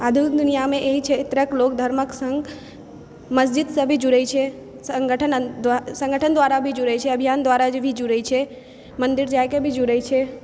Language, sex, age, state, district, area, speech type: Maithili, female, 30-45, Bihar, Supaul, urban, spontaneous